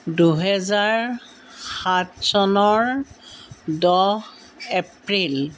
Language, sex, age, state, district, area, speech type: Assamese, female, 60+, Assam, Jorhat, urban, spontaneous